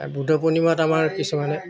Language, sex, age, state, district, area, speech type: Assamese, male, 60+, Assam, Golaghat, urban, spontaneous